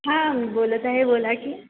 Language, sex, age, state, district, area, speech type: Marathi, female, 18-30, Maharashtra, Kolhapur, rural, conversation